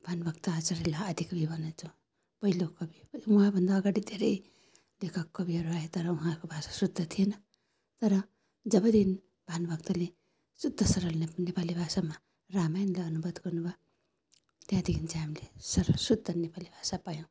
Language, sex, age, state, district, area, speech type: Nepali, female, 60+, West Bengal, Darjeeling, rural, spontaneous